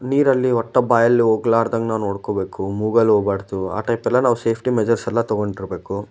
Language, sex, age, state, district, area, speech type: Kannada, male, 18-30, Karnataka, Koppal, rural, spontaneous